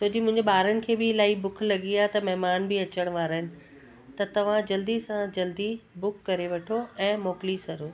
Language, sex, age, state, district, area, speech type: Sindhi, female, 45-60, Delhi, South Delhi, urban, spontaneous